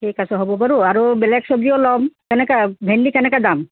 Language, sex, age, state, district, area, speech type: Assamese, female, 60+, Assam, Charaideo, urban, conversation